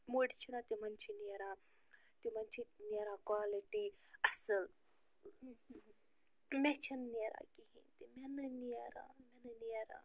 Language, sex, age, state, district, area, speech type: Kashmiri, female, 30-45, Jammu and Kashmir, Bandipora, rural, spontaneous